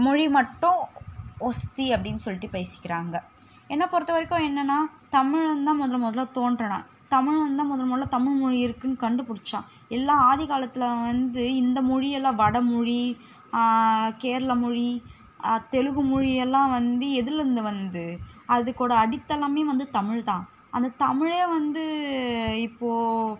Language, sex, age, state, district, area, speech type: Tamil, female, 18-30, Tamil Nadu, Chennai, urban, spontaneous